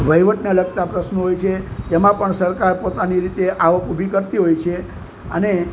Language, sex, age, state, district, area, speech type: Gujarati, male, 60+, Gujarat, Junagadh, urban, spontaneous